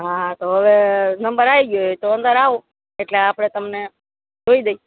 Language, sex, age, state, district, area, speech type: Gujarati, female, 45-60, Gujarat, Morbi, urban, conversation